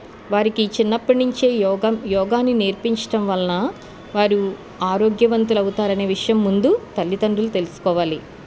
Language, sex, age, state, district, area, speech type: Telugu, female, 45-60, Andhra Pradesh, Eluru, urban, spontaneous